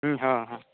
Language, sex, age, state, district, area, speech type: Santali, male, 30-45, Jharkhand, East Singhbhum, rural, conversation